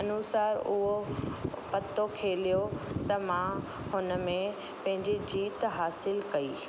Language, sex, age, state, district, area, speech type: Sindhi, female, 30-45, Rajasthan, Ajmer, urban, spontaneous